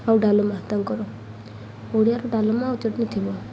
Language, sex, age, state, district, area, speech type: Odia, female, 18-30, Odisha, Malkangiri, urban, spontaneous